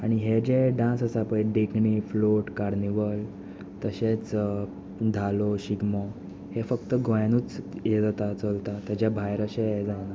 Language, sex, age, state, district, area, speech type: Goan Konkani, male, 18-30, Goa, Tiswadi, rural, spontaneous